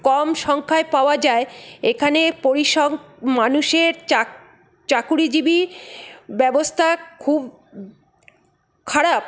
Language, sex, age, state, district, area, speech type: Bengali, female, 45-60, West Bengal, Paschim Bardhaman, urban, spontaneous